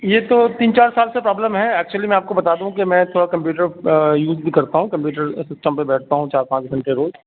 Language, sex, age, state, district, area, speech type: Urdu, male, 45-60, Delhi, South Delhi, urban, conversation